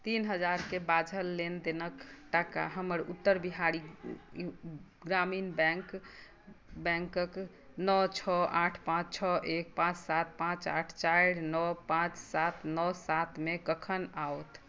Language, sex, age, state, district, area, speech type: Maithili, female, 60+, Bihar, Madhubani, rural, read